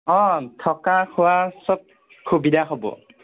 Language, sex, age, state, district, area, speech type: Assamese, male, 45-60, Assam, Nagaon, rural, conversation